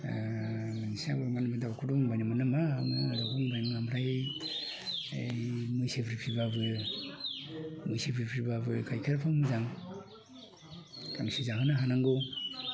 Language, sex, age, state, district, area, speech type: Bodo, male, 45-60, Assam, Udalguri, rural, spontaneous